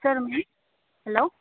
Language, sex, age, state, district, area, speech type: Bodo, female, 18-30, Assam, Udalguri, rural, conversation